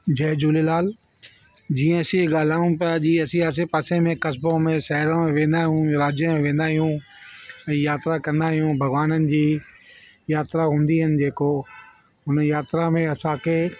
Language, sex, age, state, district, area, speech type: Sindhi, male, 30-45, Delhi, South Delhi, urban, spontaneous